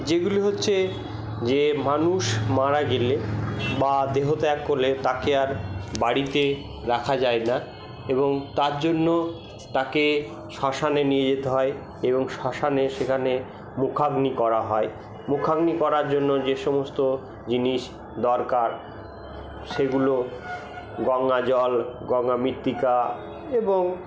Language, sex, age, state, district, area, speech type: Bengali, male, 60+, West Bengal, Purba Bardhaman, rural, spontaneous